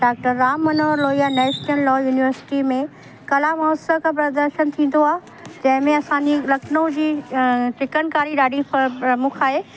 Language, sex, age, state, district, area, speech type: Sindhi, female, 45-60, Uttar Pradesh, Lucknow, urban, spontaneous